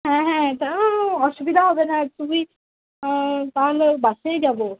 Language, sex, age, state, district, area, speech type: Bengali, female, 30-45, West Bengal, Cooch Behar, rural, conversation